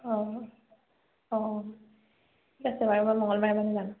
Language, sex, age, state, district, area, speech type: Assamese, female, 45-60, Assam, Biswanath, rural, conversation